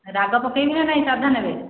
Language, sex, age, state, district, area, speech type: Odia, female, 30-45, Odisha, Khordha, rural, conversation